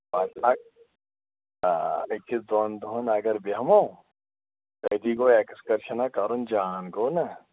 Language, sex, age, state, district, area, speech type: Kashmiri, female, 45-60, Jammu and Kashmir, Shopian, rural, conversation